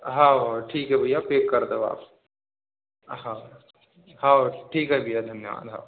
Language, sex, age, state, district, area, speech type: Hindi, male, 18-30, Madhya Pradesh, Balaghat, rural, conversation